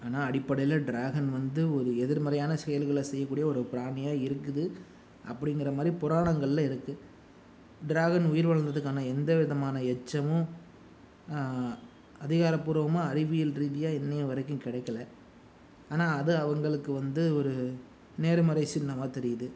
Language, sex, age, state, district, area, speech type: Tamil, male, 45-60, Tamil Nadu, Sivaganga, rural, spontaneous